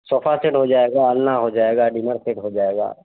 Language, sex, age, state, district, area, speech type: Urdu, male, 18-30, Bihar, Araria, rural, conversation